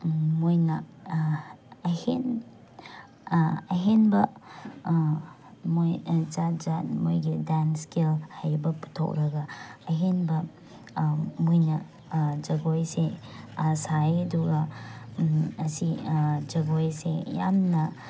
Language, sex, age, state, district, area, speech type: Manipuri, female, 18-30, Manipur, Chandel, rural, spontaneous